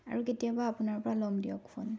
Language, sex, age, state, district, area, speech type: Assamese, female, 18-30, Assam, Sonitpur, rural, spontaneous